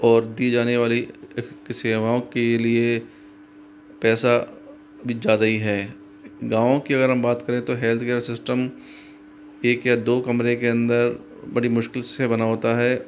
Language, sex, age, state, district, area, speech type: Hindi, female, 45-60, Rajasthan, Jaipur, urban, spontaneous